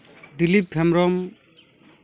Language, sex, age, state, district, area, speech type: Santali, male, 18-30, West Bengal, Malda, rural, spontaneous